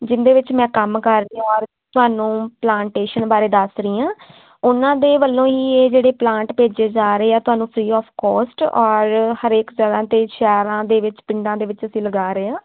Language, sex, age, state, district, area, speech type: Punjabi, female, 18-30, Punjab, Firozpur, rural, conversation